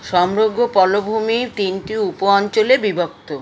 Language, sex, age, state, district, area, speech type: Bengali, female, 60+, West Bengal, Kolkata, urban, read